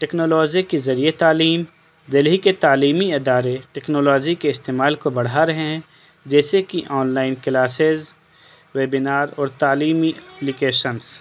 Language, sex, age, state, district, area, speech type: Urdu, male, 18-30, Delhi, East Delhi, urban, spontaneous